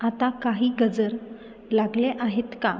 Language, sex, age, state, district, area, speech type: Marathi, female, 18-30, Maharashtra, Buldhana, urban, read